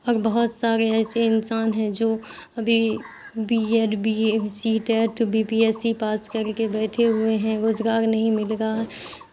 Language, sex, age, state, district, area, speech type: Urdu, female, 18-30, Bihar, Khagaria, urban, spontaneous